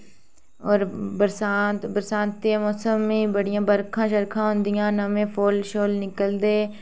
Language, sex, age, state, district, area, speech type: Dogri, female, 18-30, Jammu and Kashmir, Reasi, rural, spontaneous